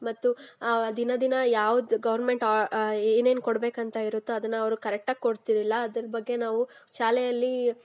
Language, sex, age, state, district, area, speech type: Kannada, female, 18-30, Karnataka, Kolar, rural, spontaneous